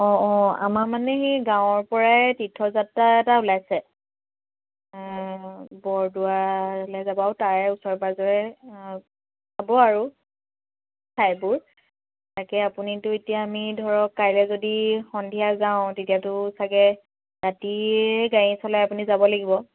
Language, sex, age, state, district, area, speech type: Assamese, female, 18-30, Assam, Lakhimpur, urban, conversation